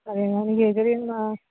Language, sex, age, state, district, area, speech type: Malayalam, female, 30-45, Kerala, Idukki, rural, conversation